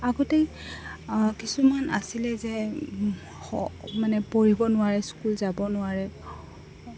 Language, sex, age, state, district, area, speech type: Assamese, female, 18-30, Assam, Goalpara, urban, spontaneous